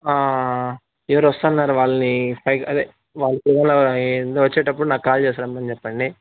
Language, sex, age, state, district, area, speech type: Telugu, male, 60+, Andhra Pradesh, Chittoor, rural, conversation